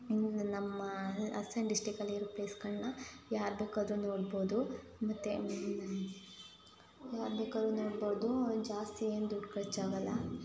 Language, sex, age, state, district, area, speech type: Kannada, female, 18-30, Karnataka, Hassan, rural, spontaneous